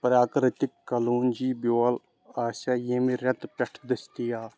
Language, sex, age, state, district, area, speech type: Kashmiri, male, 18-30, Jammu and Kashmir, Pulwama, urban, read